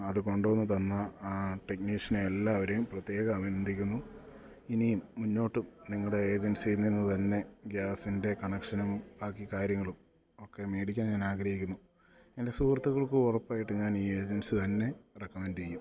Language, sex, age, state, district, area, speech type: Malayalam, male, 30-45, Kerala, Idukki, rural, spontaneous